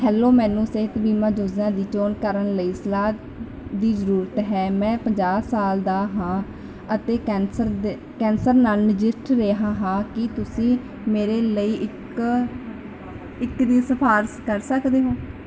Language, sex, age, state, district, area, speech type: Punjabi, female, 18-30, Punjab, Barnala, urban, read